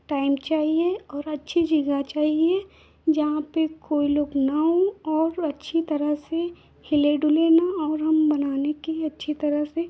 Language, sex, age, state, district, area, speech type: Hindi, female, 30-45, Uttar Pradesh, Lucknow, rural, spontaneous